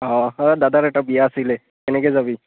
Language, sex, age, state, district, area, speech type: Assamese, male, 18-30, Assam, Barpeta, rural, conversation